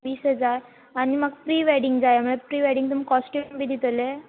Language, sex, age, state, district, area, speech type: Goan Konkani, female, 18-30, Goa, Quepem, rural, conversation